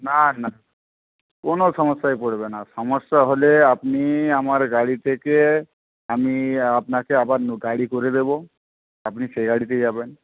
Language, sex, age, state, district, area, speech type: Bengali, male, 18-30, West Bengal, Jhargram, rural, conversation